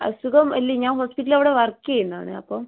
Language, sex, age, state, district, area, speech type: Malayalam, female, 30-45, Kerala, Wayanad, rural, conversation